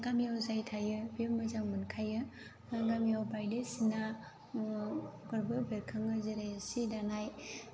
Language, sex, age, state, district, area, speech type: Bodo, female, 30-45, Assam, Chirang, rural, spontaneous